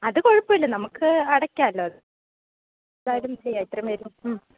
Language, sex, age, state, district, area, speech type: Malayalam, female, 18-30, Kerala, Thiruvananthapuram, rural, conversation